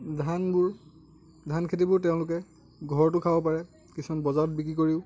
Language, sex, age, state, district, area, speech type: Assamese, male, 18-30, Assam, Lakhimpur, rural, spontaneous